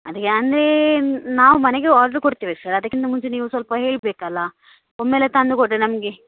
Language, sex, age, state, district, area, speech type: Kannada, female, 18-30, Karnataka, Dakshina Kannada, rural, conversation